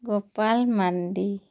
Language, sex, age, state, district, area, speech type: Santali, female, 30-45, West Bengal, Bankura, rural, spontaneous